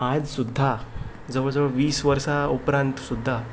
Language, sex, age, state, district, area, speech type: Goan Konkani, male, 18-30, Goa, Ponda, rural, spontaneous